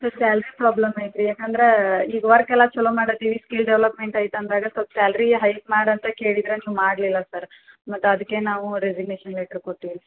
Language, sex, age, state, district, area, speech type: Kannada, female, 18-30, Karnataka, Dharwad, rural, conversation